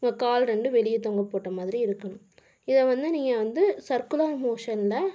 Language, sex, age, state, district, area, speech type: Tamil, female, 18-30, Tamil Nadu, Tiruppur, urban, spontaneous